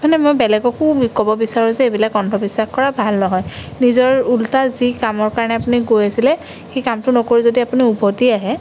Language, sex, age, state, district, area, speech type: Assamese, female, 18-30, Assam, Sonitpur, urban, spontaneous